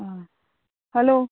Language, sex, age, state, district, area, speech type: Goan Konkani, female, 45-60, Goa, Murmgao, rural, conversation